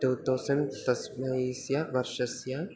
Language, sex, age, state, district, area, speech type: Sanskrit, male, 18-30, Kerala, Thiruvananthapuram, urban, spontaneous